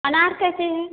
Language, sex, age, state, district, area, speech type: Hindi, female, 30-45, Uttar Pradesh, Bhadohi, rural, conversation